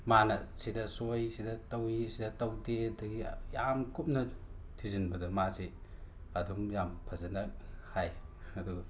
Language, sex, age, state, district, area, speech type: Manipuri, male, 60+, Manipur, Imphal West, urban, spontaneous